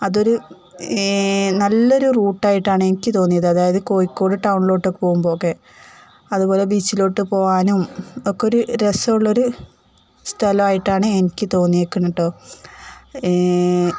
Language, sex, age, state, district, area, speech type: Malayalam, female, 45-60, Kerala, Palakkad, rural, spontaneous